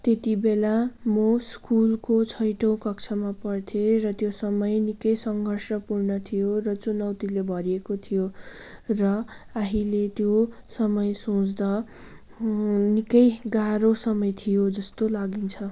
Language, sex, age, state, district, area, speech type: Nepali, female, 18-30, West Bengal, Kalimpong, rural, spontaneous